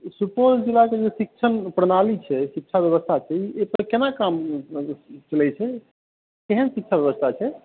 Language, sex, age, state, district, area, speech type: Maithili, male, 30-45, Bihar, Supaul, rural, conversation